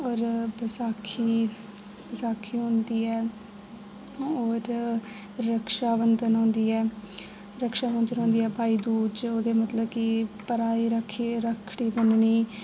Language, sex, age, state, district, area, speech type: Dogri, female, 18-30, Jammu and Kashmir, Jammu, rural, spontaneous